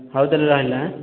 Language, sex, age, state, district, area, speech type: Odia, male, 18-30, Odisha, Khordha, rural, conversation